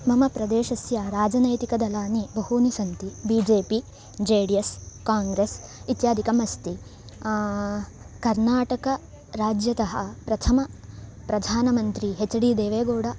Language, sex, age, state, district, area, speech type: Sanskrit, female, 18-30, Karnataka, Hassan, rural, spontaneous